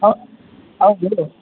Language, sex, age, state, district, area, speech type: Kannada, male, 30-45, Karnataka, Udupi, rural, conversation